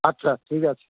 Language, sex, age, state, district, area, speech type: Bengali, male, 45-60, West Bengal, Darjeeling, rural, conversation